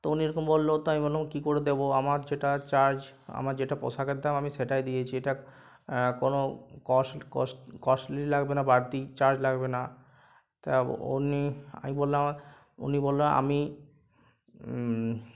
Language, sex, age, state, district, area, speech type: Bengali, male, 18-30, West Bengal, Uttar Dinajpur, rural, spontaneous